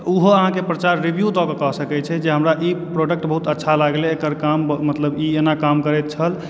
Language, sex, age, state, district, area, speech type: Maithili, male, 18-30, Bihar, Supaul, rural, spontaneous